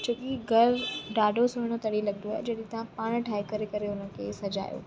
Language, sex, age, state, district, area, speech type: Sindhi, female, 18-30, Uttar Pradesh, Lucknow, rural, spontaneous